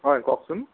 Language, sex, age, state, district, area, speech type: Assamese, male, 60+, Assam, Morigaon, rural, conversation